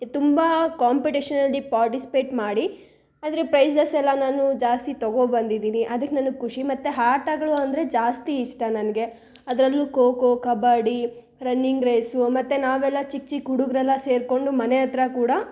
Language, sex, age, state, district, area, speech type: Kannada, female, 18-30, Karnataka, Chikkaballapur, urban, spontaneous